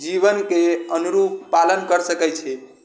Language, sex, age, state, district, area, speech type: Maithili, male, 18-30, Bihar, Sitamarhi, urban, spontaneous